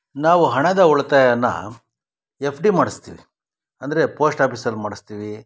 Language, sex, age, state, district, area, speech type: Kannada, male, 60+, Karnataka, Chikkaballapur, rural, spontaneous